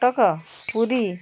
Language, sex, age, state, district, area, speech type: Odia, female, 45-60, Odisha, Puri, urban, spontaneous